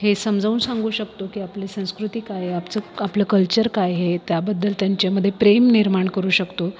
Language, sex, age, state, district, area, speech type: Marathi, female, 30-45, Maharashtra, Buldhana, urban, spontaneous